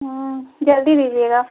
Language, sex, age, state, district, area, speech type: Hindi, female, 30-45, Uttar Pradesh, Jaunpur, rural, conversation